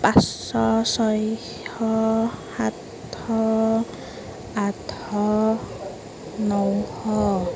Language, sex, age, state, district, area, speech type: Assamese, female, 18-30, Assam, Nalbari, rural, spontaneous